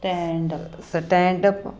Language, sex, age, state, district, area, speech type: Punjabi, female, 60+, Punjab, Fazilka, rural, read